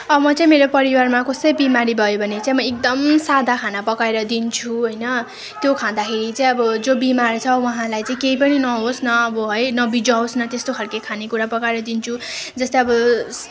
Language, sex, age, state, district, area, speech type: Nepali, female, 18-30, West Bengal, Darjeeling, rural, spontaneous